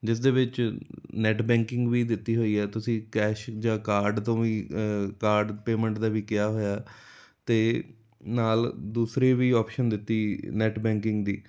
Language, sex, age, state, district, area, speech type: Punjabi, male, 30-45, Punjab, Amritsar, urban, spontaneous